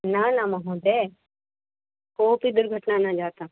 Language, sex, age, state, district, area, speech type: Sanskrit, female, 18-30, Delhi, North East Delhi, urban, conversation